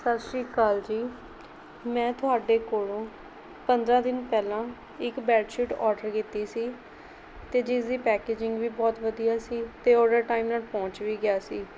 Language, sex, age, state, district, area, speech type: Punjabi, female, 18-30, Punjab, Mohali, rural, spontaneous